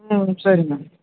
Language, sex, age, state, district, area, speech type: Tamil, male, 18-30, Tamil Nadu, Dharmapuri, rural, conversation